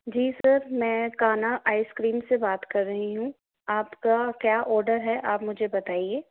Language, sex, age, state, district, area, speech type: Hindi, female, 18-30, Rajasthan, Jaipur, urban, conversation